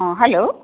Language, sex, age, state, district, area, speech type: Assamese, female, 45-60, Assam, Tinsukia, rural, conversation